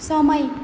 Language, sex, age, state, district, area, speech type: Nepali, female, 30-45, West Bengal, Alipurduar, urban, read